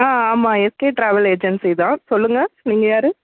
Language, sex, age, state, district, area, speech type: Tamil, female, 30-45, Tamil Nadu, Chennai, urban, conversation